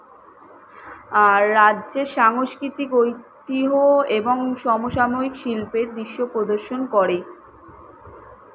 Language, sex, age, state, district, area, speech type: Bengali, female, 18-30, West Bengal, Kolkata, urban, spontaneous